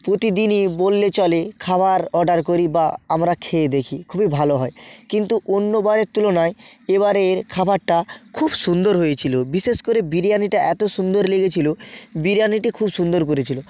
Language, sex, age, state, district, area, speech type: Bengali, male, 30-45, West Bengal, North 24 Parganas, rural, spontaneous